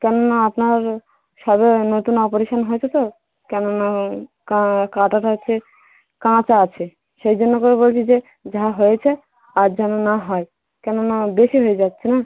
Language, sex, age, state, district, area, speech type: Bengali, female, 18-30, West Bengal, Dakshin Dinajpur, urban, conversation